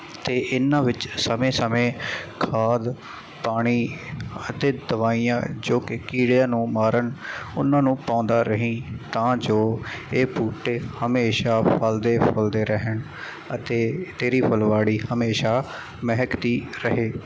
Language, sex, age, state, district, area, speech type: Punjabi, male, 30-45, Punjab, Mansa, rural, spontaneous